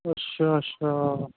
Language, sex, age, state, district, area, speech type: Punjabi, male, 18-30, Punjab, Ludhiana, rural, conversation